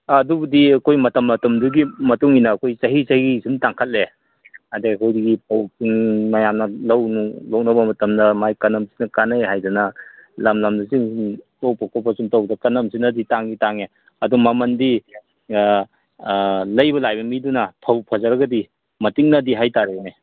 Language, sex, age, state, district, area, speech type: Manipuri, male, 45-60, Manipur, Kangpokpi, urban, conversation